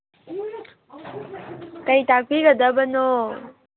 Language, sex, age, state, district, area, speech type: Manipuri, female, 18-30, Manipur, Kangpokpi, urban, conversation